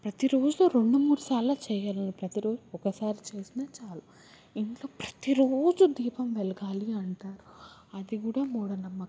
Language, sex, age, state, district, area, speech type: Telugu, female, 18-30, Telangana, Hyderabad, urban, spontaneous